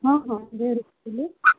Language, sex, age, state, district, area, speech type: Odia, female, 45-60, Odisha, Sundergarh, rural, conversation